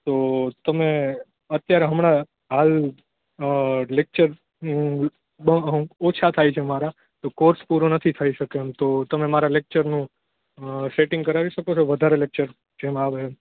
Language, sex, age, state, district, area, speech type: Gujarati, male, 18-30, Gujarat, Junagadh, urban, conversation